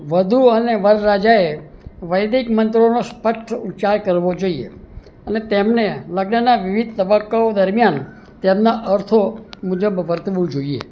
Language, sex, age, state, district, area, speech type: Gujarati, male, 60+, Gujarat, Surat, urban, read